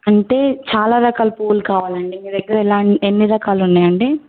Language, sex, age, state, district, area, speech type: Telugu, female, 18-30, Telangana, Bhadradri Kothagudem, rural, conversation